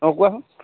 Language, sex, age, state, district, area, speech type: Assamese, male, 30-45, Assam, Sivasagar, rural, conversation